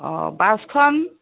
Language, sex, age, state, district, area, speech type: Assamese, female, 60+, Assam, Udalguri, rural, conversation